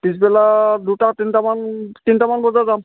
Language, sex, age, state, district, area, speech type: Assamese, male, 45-60, Assam, Sivasagar, rural, conversation